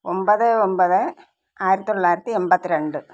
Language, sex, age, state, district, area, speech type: Malayalam, female, 45-60, Kerala, Thiruvananthapuram, rural, spontaneous